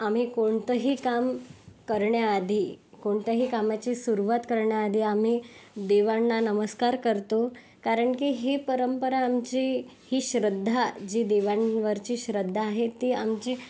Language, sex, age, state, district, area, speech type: Marathi, female, 18-30, Maharashtra, Yavatmal, urban, spontaneous